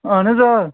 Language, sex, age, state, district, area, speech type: Kashmiri, male, 18-30, Jammu and Kashmir, Srinagar, urban, conversation